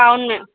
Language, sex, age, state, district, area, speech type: Telugu, female, 30-45, Andhra Pradesh, Vizianagaram, rural, conversation